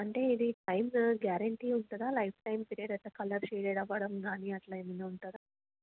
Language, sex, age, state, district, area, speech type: Telugu, female, 30-45, Telangana, Mancherial, rural, conversation